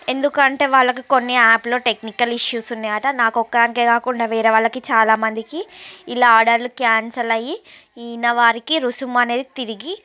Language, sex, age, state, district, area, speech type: Telugu, female, 45-60, Andhra Pradesh, Srikakulam, urban, spontaneous